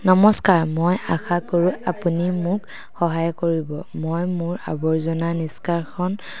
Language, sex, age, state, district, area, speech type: Assamese, female, 18-30, Assam, Dhemaji, urban, read